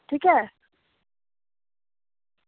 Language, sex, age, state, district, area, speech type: Dogri, female, 30-45, Jammu and Kashmir, Reasi, rural, conversation